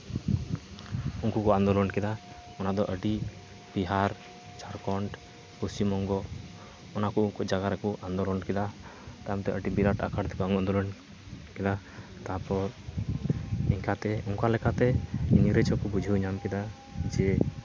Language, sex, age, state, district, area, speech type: Santali, male, 18-30, West Bengal, Uttar Dinajpur, rural, spontaneous